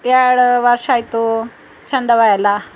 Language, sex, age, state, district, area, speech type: Kannada, female, 30-45, Karnataka, Bidar, rural, spontaneous